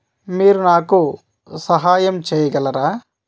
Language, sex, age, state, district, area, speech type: Telugu, male, 30-45, Andhra Pradesh, Kadapa, rural, spontaneous